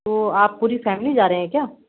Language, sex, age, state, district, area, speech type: Hindi, female, 30-45, Madhya Pradesh, Gwalior, urban, conversation